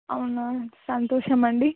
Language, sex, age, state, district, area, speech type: Telugu, female, 18-30, Telangana, Vikarabad, urban, conversation